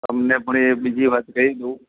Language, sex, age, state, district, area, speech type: Gujarati, male, 60+, Gujarat, Morbi, urban, conversation